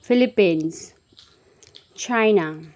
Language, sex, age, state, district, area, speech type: Nepali, female, 30-45, West Bengal, Kalimpong, rural, spontaneous